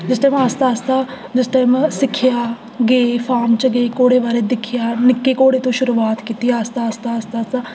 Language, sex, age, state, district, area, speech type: Dogri, female, 18-30, Jammu and Kashmir, Jammu, urban, spontaneous